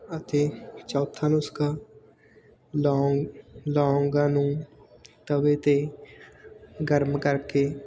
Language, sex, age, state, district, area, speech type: Punjabi, male, 18-30, Punjab, Fatehgarh Sahib, rural, spontaneous